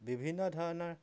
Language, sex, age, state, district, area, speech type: Assamese, male, 30-45, Assam, Dhemaji, rural, spontaneous